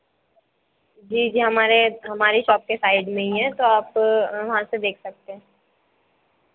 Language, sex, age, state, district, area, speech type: Hindi, female, 30-45, Madhya Pradesh, Harda, urban, conversation